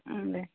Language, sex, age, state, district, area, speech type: Bodo, female, 30-45, Assam, Kokrajhar, rural, conversation